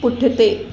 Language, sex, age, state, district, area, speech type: Sindhi, female, 45-60, Maharashtra, Mumbai Suburban, urban, read